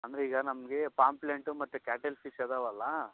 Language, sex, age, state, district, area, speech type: Kannada, male, 30-45, Karnataka, Raichur, rural, conversation